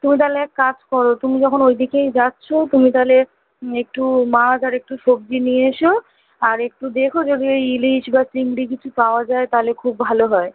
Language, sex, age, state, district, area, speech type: Bengali, female, 18-30, West Bengal, Kolkata, urban, conversation